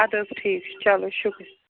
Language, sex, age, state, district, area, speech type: Kashmiri, female, 60+, Jammu and Kashmir, Srinagar, urban, conversation